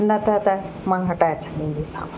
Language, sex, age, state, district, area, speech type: Sindhi, female, 45-60, Uttar Pradesh, Lucknow, rural, spontaneous